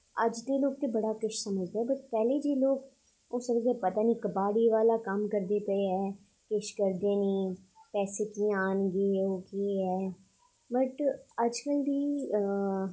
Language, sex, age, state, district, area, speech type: Dogri, female, 30-45, Jammu and Kashmir, Jammu, urban, spontaneous